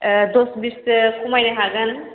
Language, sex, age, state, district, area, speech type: Bodo, female, 18-30, Assam, Baksa, rural, conversation